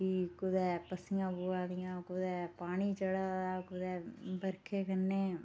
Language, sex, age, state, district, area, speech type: Dogri, female, 30-45, Jammu and Kashmir, Reasi, rural, spontaneous